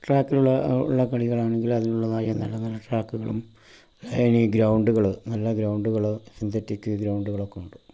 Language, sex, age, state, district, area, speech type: Malayalam, male, 45-60, Kerala, Pathanamthitta, rural, spontaneous